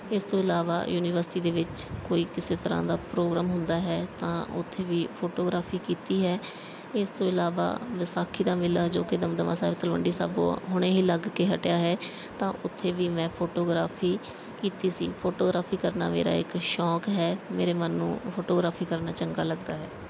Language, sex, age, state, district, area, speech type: Punjabi, female, 18-30, Punjab, Bathinda, rural, spontaneous